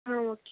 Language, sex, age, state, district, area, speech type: Tamil, female, 45-60, Tamil Nadu, Sivaganga, rural, conversation